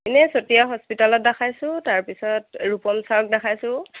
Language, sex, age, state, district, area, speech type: Assamese, female, 30-45, Assam, Biswanath, rural, conversation